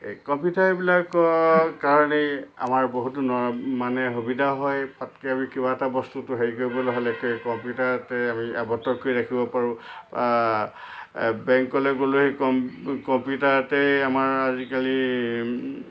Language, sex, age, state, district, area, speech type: Assamese, male, 60+, Assam, Lakhimpur, urban, spontaneous